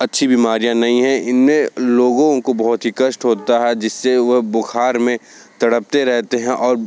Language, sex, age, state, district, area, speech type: Hindi, male, 18-30, Uttar Pradesh, Sonbhadra, rural, spontaneous